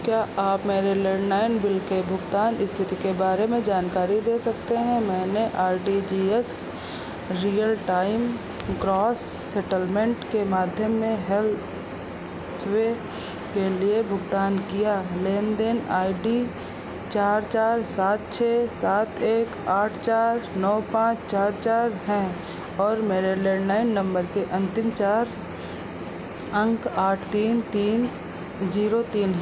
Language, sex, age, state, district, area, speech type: Hindi, female, 45-60, Uttar Pradesh, Sitapur, rural, read